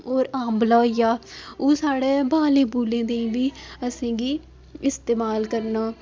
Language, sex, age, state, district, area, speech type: Dogri, female, 18-30, Jammu and Kashmir, Udhampur, urban, spontaneous